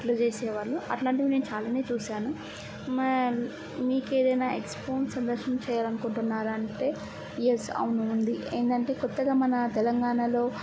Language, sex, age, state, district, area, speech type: Telugu, female, 18-30, Telangana, Mancherial, rural, spontaneous